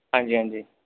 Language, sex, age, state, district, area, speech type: Dogri, male, 18-30, Jammu and Kashmir, Samba, rural, conversation